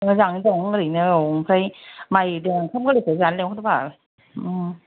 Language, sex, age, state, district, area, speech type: Bodo, female, 30-45, Assam, Kokrajhar, rural, conversation